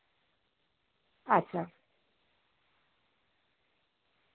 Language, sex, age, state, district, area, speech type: Santali, female, 60+, West Bengal, Birbhum, rural, conversation